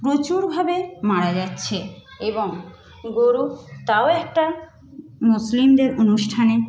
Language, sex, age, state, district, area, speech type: Bengali, female, 30-45, West Bengal, Paschim Medinipur, rural, spontaneous